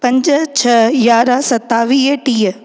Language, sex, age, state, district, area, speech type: Sindhi, female, 18-30, Rajasthan, Ajmer, urban, spontaneous